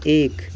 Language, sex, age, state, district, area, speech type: Hindi, male, 18-30, Uttar Pradesh, Mau, rural, read